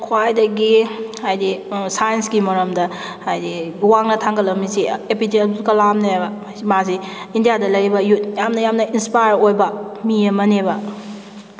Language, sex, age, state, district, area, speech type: Manipuri, female, 30-45, Manipur, Kakching, rural, spontaneous